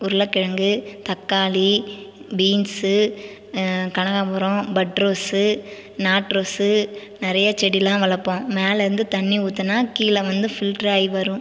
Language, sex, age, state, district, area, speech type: Tamil, female, 18-30, Tamil Nadu, Viluppuram, urban, spontaneous